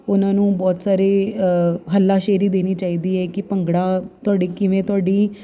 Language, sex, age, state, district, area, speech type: Punjabi, female, 30-45, Punjab, Ludhiana, urban, spontaneous